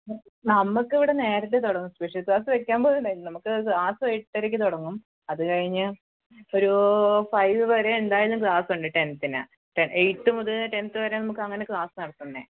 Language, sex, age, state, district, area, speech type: Malayalam, female, 18-30, Kerala, Pathanamthitta, rural, conversation